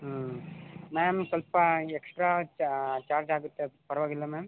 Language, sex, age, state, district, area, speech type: Kannada, male, 18-30, Karnataka, Chamarajanagar, rural, conversation